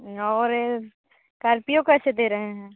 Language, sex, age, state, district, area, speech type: Hindi, female, 45-60, Uttar Pradesh, Bhadohi, urban, conversation